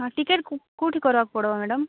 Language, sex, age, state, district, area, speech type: Odia, female, 18-30, Odisha, Nabarangpur, urban, conversation